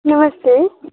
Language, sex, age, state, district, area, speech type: Dogri, female, 18-30, Jammu and Kashmir, Kathua, rural, conversation